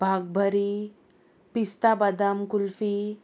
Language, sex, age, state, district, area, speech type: Goan Konkani, female, 18-30, Goa, Murmgao, rural, spontaneous